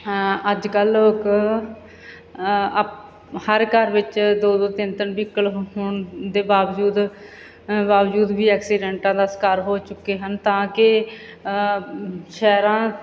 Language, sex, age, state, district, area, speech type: Punjabi, female, 30-45, Punjab, Bathinda, rural, spontaneous